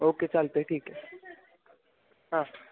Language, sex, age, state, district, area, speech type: Marathi, male, 18-30, Maharashtra, Satara, urban, conversation